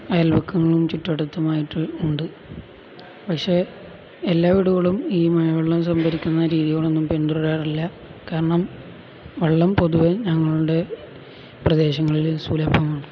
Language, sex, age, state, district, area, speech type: Malayalam, male, 18-30, Kerala, Kozhikode, rural, spontaneous